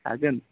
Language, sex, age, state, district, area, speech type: Bodo, male, 30-45, Assam, Udalguri, urban, conversation